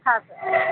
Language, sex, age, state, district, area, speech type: Kannada, female, 30-45, Karnataka, Koppal, rural, conversation